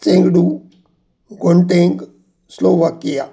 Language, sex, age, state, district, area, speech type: Marathi, male, 60+, Maharashtra, Ahmednagar, urban, spontaneous